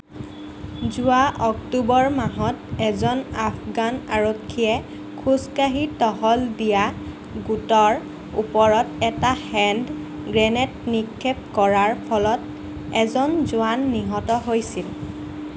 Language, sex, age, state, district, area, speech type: Assamese, female, 18-30, Assam, Lakhimpur, rural, read